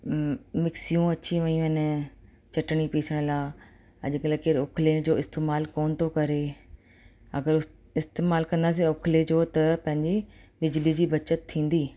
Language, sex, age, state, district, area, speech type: Sindhi, female, 45-60, Rajasthan, Ajmer, urban, spontaneous